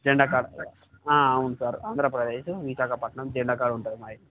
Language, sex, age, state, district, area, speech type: Telugu, male, 30-45, Andhra Pradesh, Visakhapatnam, rural, conversation